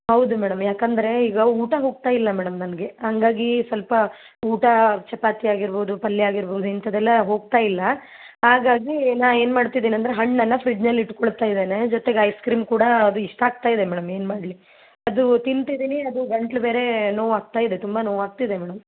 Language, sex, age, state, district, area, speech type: Kannada, female, 30-45, Karnataka, Gulbarga, urban, conversation